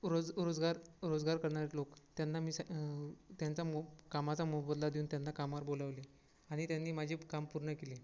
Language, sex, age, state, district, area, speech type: Marathi, male, 30-45, Maharashtra, Akola, urban, spontaneous